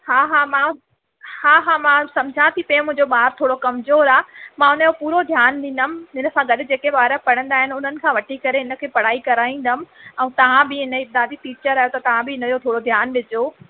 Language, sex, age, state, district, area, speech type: Sindhi, female, 30-45, Madhya Pradesh, Katni, urban, conversation